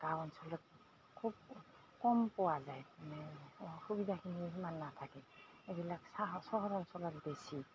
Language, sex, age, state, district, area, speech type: Assamese, female, 45-60, Assam, Goalpara, urban, spontaneous